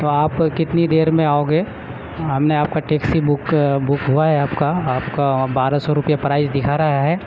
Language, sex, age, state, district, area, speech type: Urdu, male, 30-45, Uttar Pradesh, Gautam Buddha Nagar, urban, spontaneous